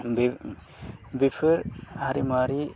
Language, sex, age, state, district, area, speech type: Bodo, male, 30-45, Assam, Udalguri, rural, spontaneous